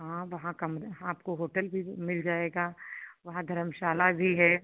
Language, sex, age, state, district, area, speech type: Hindi, female, 45-60, Uttar Pradesh, Sitapur, rural, conversation